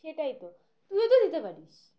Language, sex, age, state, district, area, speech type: Bengali, female, 18-30, West Bengal, Uttar Dinajpur, urban, spontaneous